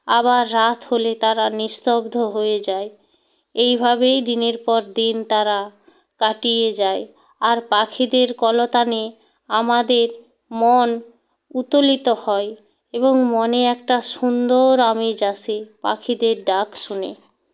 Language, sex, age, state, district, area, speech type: Bengali, female, 45-60, West Bengal, Hooghly, rural, spontaneous